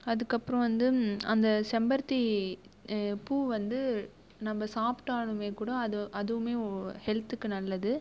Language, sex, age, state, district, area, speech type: Tamil, female, 18-30, Tamil Nadu, Viluppuram, rural, spontaneous